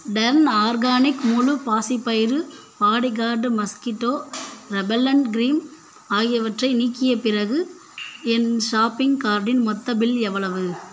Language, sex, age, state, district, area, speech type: Tamil, female, 18-30, Tamil Nadu, Pudukkottai, rural, read